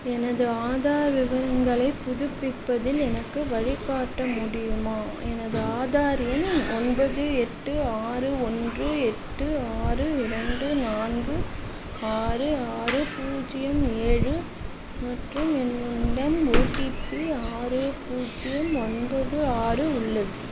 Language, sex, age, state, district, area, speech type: Tamil, female, 18-30, Tamil Nadu, Chengalpattu, urban, read